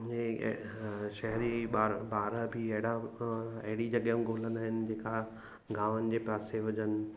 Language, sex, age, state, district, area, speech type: Sindhi, male, 30-45, Gujarat, Kutch, urban, spontaneous